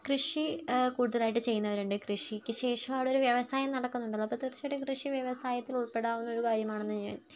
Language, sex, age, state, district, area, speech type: Malayalam, female, 18-30, Kerala, Wayanad, rural, spontaneous